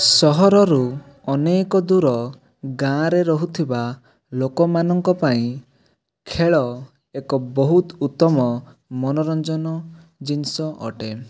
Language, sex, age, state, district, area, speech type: Odia, male, 18-30, Odisha, Rayagada, rural, spontaneous